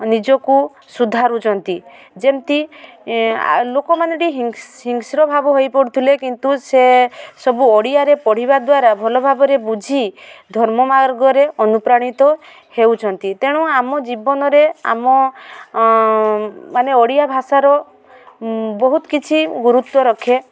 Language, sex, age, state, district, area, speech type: Odia, female, 45-60, Odisha, Mayurbhanj, rural, spontaneous